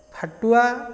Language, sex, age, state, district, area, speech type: Odia, male, 30-45, Odisha, Kendrapara, urban, spontaneous